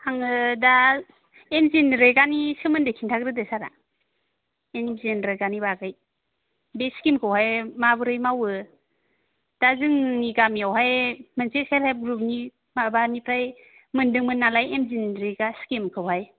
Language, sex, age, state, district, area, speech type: Bodo, female, 30-45, Assam, Kokrajhar, rural, conversation